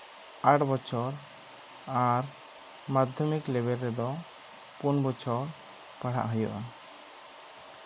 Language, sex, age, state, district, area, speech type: Santali, male, 18-30, West Bengal, Bankura, rural, spontaneous